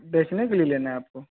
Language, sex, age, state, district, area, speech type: Hindi, male, 30-45, Bihar, Vaishali, rural, conversation